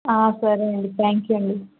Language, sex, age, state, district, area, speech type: Telugu, female, 30-45, Andhra Pradesh, Vizianagaram, rural, conversation